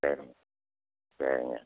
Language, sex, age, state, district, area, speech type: Tamil, male, 60+, Tamil Nadu, Namakkal, rural, conversation